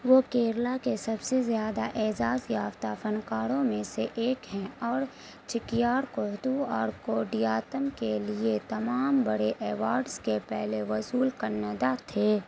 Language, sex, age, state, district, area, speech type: Urdu, female, 18-30, Bihar, Saharsa, rural, read